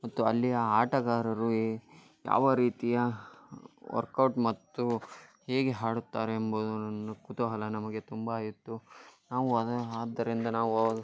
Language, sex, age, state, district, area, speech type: Kannada, male, 18-30, Karnataka, Koppal, rural, spontaneous